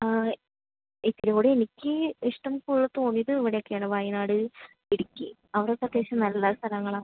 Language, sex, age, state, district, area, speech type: Malayalam, female, 30-45, Kerala, Thrissur, rural, conversation